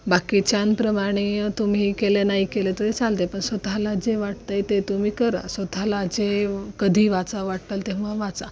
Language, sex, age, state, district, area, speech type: Marathi, female, 18-30, Maharashtra, Osmanabad, rural, spontaneous